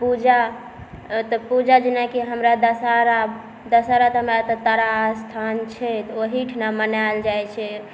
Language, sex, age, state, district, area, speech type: Maithili, female, 18-30, Bihar, Saharsa, rural, spontaneous